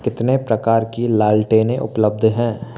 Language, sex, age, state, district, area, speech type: Hindi, male, 18-30, Madhya Pradesh, Bhopal, urban, read